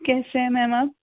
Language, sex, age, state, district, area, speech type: Hindi, female, 60+, Madhya Pradesh, Bhopal, urban, conversation